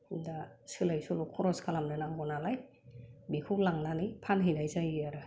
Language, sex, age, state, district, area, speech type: Bodo, female, 45-60, Assam, Kokrajhar, rural, spontaneous